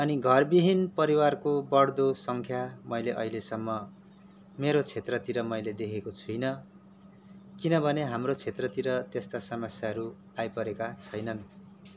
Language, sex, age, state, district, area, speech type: Nepali, male, 30-45, West Bengal, Kalimpong, rural, spontaneous